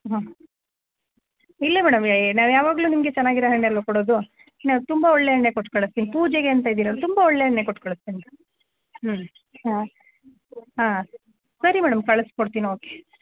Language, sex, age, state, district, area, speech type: Kannada, female, 30-45, Karnataka, Mandya, rural, conversation